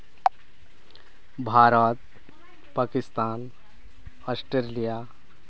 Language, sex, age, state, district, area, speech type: Santali, male, 60+, Jharkhand, East Singhbhum, rural, spontaneous